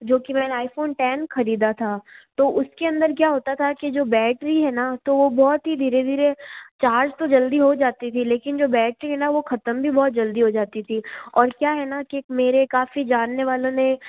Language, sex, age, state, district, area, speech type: Hindi, female, 18-30, Rajasthan, Jodhpur, urban, conversation